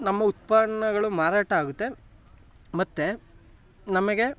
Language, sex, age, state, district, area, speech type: Kannada, male, 18-30, Karnataka, Chamarajanagar, rural, spontaneous